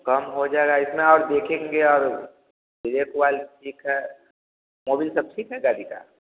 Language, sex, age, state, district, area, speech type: Hindi, male, 30-45, Bihar, Vaishali, rural, conversation